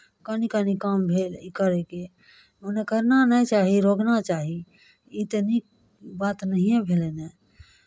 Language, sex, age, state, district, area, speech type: Maithili, female, 30-45, Bihar, Araria, rural, spontaneous